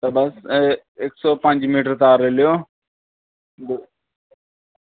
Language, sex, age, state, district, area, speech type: Dogri, male, 18-30, Jammu and Kashmir, Kathua, rural, conversation